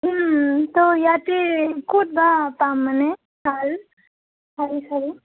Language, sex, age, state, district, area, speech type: Assamese, female, 18-30, Assam, Udalguri, rural, conversation